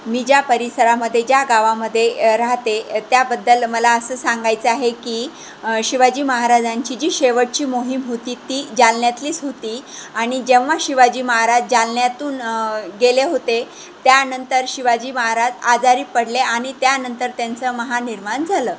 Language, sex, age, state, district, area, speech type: Marathi, female, 45-60, Maharashtra, Jalna, rural, spontaneous